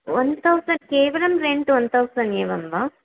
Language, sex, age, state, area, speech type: Sanskrit, female, 30-45, Tamil Nadu, urban, conversation